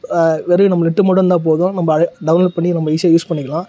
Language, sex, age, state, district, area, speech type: Tamil, male, 30-45, Tamil Nadu, Tiruvannamalai, rural, spontaneous